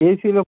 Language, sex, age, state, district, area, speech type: Telugu, male, 18-30, Andhra Pradesh, Palnadu, rural, conversation